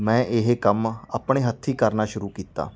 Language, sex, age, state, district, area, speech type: Punjabi, male, 30-45, Punjab, Mansa, rural, spontaneous